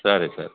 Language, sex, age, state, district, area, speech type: Kannada, male, 60+, Karnataka, Dakshina Kannada, rural, conversation